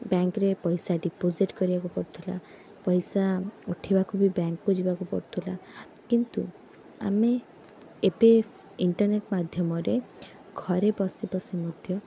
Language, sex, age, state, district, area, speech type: Odia, female, 18-30, Odisha, Cuttack, urban, spontaneous